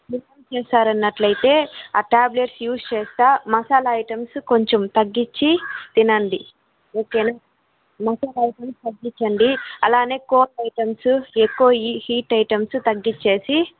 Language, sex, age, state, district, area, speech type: Telugu, female, 18-30, Andhra Pradesh, Chittoor, urban, conversation